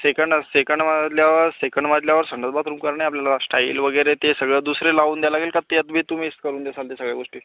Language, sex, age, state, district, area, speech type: Marathi, male, 30-45, Maharashtra, Buldhana, urban, conversation